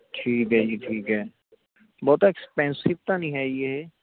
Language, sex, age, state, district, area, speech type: Punjabi, male, 18-30, Punjab, Mohali, rural, conversation